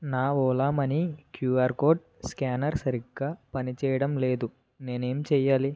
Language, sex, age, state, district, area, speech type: Telugu, male, 18-30, Andhra Pradesh, West Godavari, rural, read